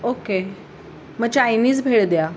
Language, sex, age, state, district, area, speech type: Marathi, female, 45-60, Maharashtra, Sangli, urban, spontaneous